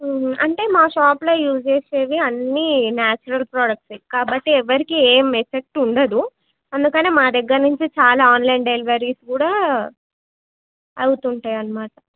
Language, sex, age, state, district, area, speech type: Telugu, female, 18-30, Telangana, Suryapet, urban, conversation